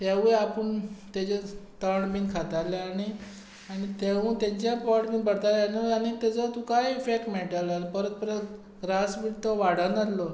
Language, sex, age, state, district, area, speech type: Goan Konkani, male, 45-60, Goa, Tiswadi, rural, spontaneous